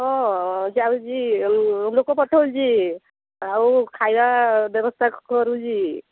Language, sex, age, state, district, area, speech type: Odia, female, 30-45, Odisha, Sambalpur, rural, conversation